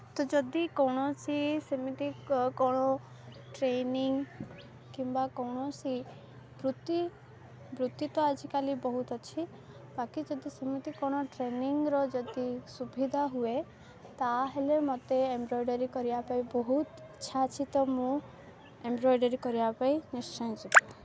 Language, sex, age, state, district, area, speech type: Odia, female, 18-30, Odisha, Koraput, urban, spontaneous